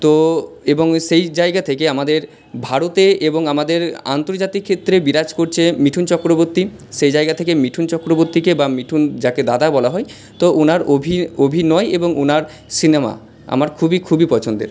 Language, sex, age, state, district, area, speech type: Bengali, male, 45-60, West Bengal, Purba Bardhaman, urban, spontaneous